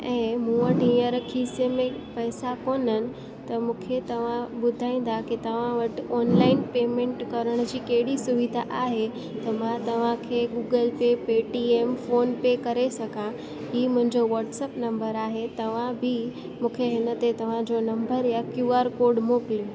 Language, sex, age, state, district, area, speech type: Sindhi, female, 18-30, Gujarat, Junagadh, rural, spontaneous